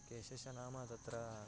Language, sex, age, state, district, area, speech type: Sanskrit, male, 18-30, Karnataka, Bagalkot, rural, spontaneous